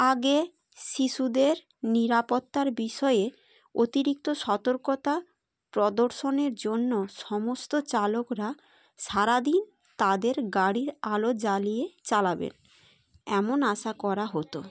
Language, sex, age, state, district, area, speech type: Bengali, female, 30-45, West Bengal, Hooghly, urban, read